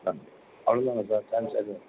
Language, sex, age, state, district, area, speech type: Tamil, male, 60+, Tamil Nadu, Perambalur, rural, conversation